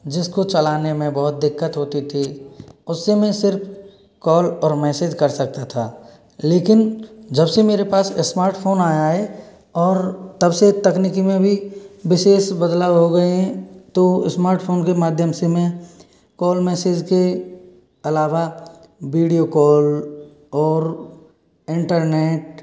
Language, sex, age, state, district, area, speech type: Hindi, male, 45-60, Rajasthan, Karauli, rural, spontaneous